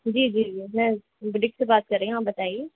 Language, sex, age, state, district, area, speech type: Urdu, female, 18-30, Uttar Pradesh, Rampur, urban, conversation